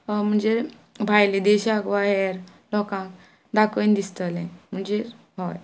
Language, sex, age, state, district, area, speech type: Goan Konkani, female, 18-30, Goa, Ponda, rural, spontaneous